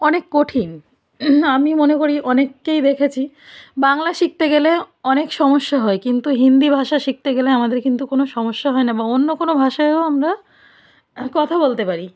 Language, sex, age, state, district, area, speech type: Bengali, female, 45-60, West Bengal, South 24 Parganas, rural, spontaneous